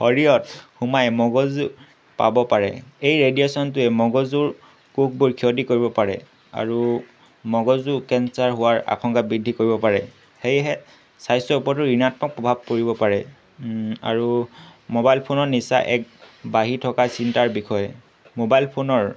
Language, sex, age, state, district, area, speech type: Assamese, male, 18-30, Assam, Tinsukia, urban, spontaneous